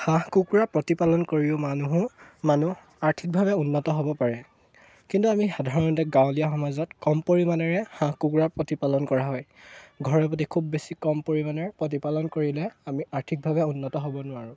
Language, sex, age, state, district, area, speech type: Assamese, male, 18-30, Assam, Golaghat, rural, spontaneous